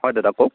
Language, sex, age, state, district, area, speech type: Assamese, male, 30-45, Assam, Lakhimpur, rural, conversation